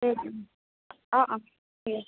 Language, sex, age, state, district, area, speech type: Assamese, female, 18-30, Assam, Sonitpur, rural, conversation